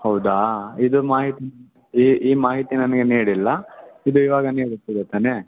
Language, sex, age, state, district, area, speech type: Kannada, male, 18-30, Karnataka, Chikkaballapur, rural, conversation